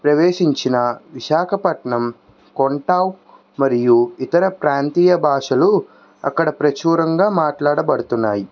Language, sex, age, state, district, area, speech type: Telugu, male, 18-30, Andhra Pradesh, N T Rama Rao, urban, spontaneous